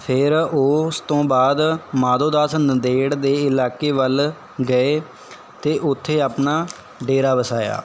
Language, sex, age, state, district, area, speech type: Punjabi, male, 18-30, Punjab, Barnala, rural, spontaneous